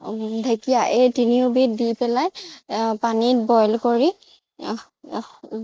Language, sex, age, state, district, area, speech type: Assamese, female, 30-45, Assam, Morigaon, rural, spontaneous